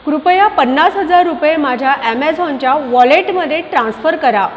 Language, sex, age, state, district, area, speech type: Marathi, female, 45-60, Maharashtra, Buldhana, urban, read